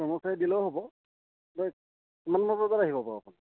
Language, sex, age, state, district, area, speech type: Assamese, male, 30-45, Assam, Dhemaji, rural, conversation